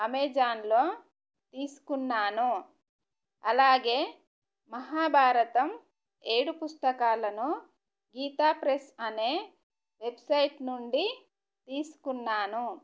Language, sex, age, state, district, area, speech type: Telugu, female, 30-45, Telangana, Warangal, rural, spontaneous